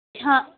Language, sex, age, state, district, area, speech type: Urdu, female, 60+, Uttar Pradesh, Lucknow, urban, conversation